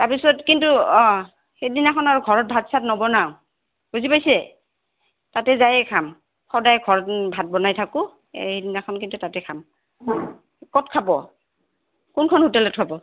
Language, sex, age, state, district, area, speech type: Assamese, female, 60+, Assam, Goalpara, urban, conversation